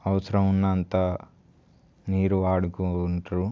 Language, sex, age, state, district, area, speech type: Telugu, male, 18-30, Telangana, Nirmal, rural, spontaneous